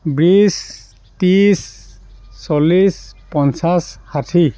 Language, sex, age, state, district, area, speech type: Assamese, male, 45-60, Assam, Dhemaji, rural, spontaneous